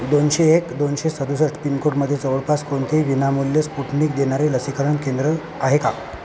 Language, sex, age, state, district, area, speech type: Marathi, male, 18-30, Maharashtra, Akola, rural, read